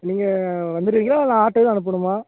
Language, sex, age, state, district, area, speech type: Tamil, male, 18-30, Tamil Nadu, Thoothukudi, rural, conversation